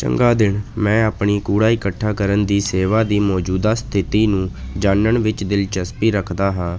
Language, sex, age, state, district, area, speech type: Punjabi, male, 18-30, Punjab, Ludhiana, rural, read